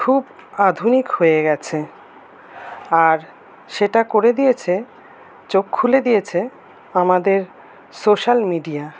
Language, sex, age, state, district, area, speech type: Bengali, female, 45-60, West Bengal, Paschim Bardhaman, urban, spontaneous